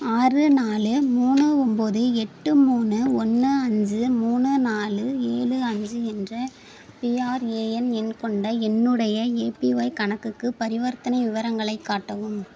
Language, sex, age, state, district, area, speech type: Tamil, female, 18-30, Tamil Nadu, Thanjavur, rural, read